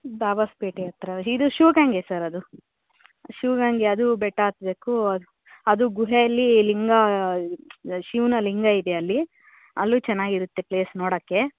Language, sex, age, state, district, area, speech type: Kannada, female, 30-45, Karnataka, Tumkur, rural, conversation